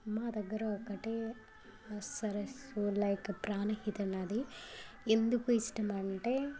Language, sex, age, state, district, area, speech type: Telugu, female, 18-30, Telangana, Mancherial, rural, spontaneous